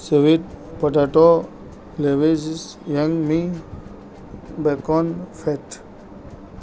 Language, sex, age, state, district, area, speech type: Urdu, male, 30-45, Delhi, North East Delhi, urban, spontaneous